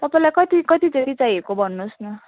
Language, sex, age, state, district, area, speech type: Nepali, female, 18-30, West Bengal, Jalpaiguri, urban, conversation